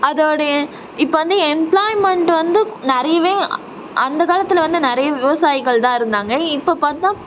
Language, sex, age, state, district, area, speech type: Tamil, female, 18-30, Tamil Nadu, Tiruvannamalai, urban, spontaneous